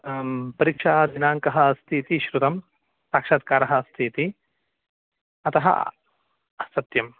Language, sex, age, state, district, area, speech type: Sanskrit, male, 30-45, Karnataka, Uttara Kannada, urban, conversation